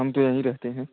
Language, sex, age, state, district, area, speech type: Hindi, male, 18-30, Uttar Pradesh, Jaunpur, urban, conversation